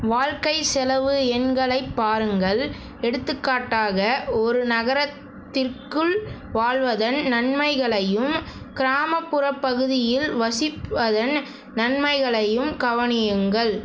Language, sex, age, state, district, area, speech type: Tamil, male, 18-30, Tamil Nadu, Tiruchirappalli, urban, read